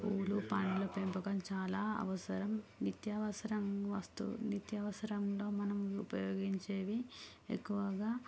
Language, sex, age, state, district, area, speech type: Telugu, female, 30-45, Andhra Pradesh, Visakhapatnam, urban, spontaneous